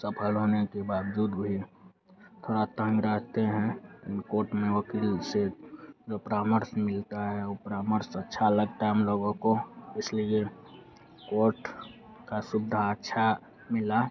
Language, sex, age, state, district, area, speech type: Hindi, male, 30-45, Bihar, Madhepura, rural, spontaneous